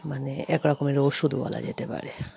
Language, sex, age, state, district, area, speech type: Bengali, female, 30-45, West Bengal, Darjeeling, rural, spontaneous